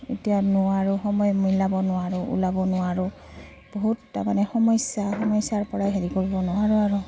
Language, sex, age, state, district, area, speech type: Assamese, female, 30-45, Assam, Udalguri, rural, spontaneous